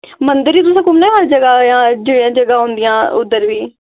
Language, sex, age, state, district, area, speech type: Dogri, female, 18-30, Jammu and Kashmir, Jammu, urban, conversation